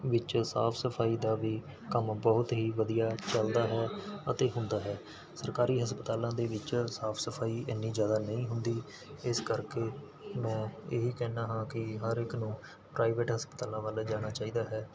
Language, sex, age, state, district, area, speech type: Punjabi, male, 18-30, Punjab, Mohali, urban, spontaneous